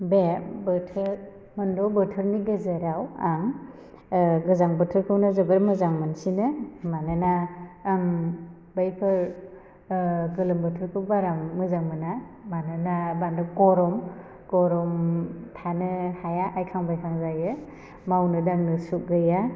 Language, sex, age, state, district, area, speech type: Bodo, female, 30-45, Assam, Chirang, rural, spontaneous